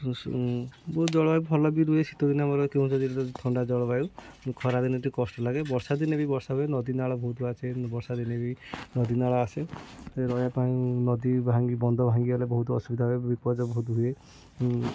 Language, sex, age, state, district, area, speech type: Odia, male, 60+, Odisha, Kendujhar, urban, spontaneous